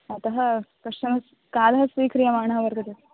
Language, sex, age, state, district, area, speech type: Sanskrit, female, 18-30, Maharashtra, Thane, urban, conversation